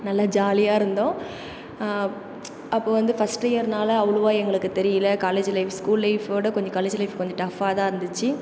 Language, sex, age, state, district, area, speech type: Tamil, female, 18-30, Tamil Nadu, Cuddalore, rural, spontaneous